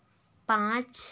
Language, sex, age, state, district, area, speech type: Hindi, female, 18-30, Uttar Pradesh, Varanasi, rural, read